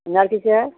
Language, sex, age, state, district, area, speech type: Hindi, female, 60+, Uttar Pradesh, Ghazipur, rural, conversation